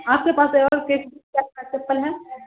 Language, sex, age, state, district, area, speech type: Urdu, female, 18-30, Bihar, Saharsa, rural, conversation